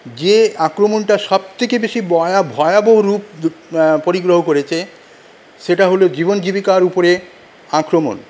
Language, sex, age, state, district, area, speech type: Bengali, male, 45-60, West Bengal, Paschim Bardhaman, rural, spontaneous